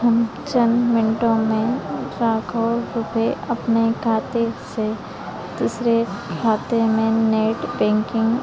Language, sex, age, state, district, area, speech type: Hindi, female, 18-30, Madhya Pradesh, Harda, urban, spontaneous